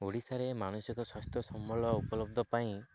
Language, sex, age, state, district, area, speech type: Odia, male, 18-30, Odisha, Malkangiri, urban, spontaneous